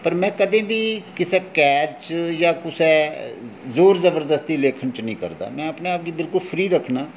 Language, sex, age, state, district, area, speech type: Dogri, male, 45-60, Jammu and Kashmir, Jammu, urban, spontaneous